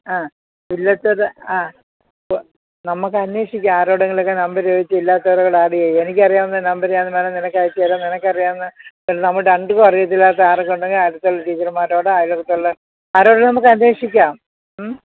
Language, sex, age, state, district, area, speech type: Malayalam, female, 60+, Kerala, Thiruvananthapuram, urban, conversation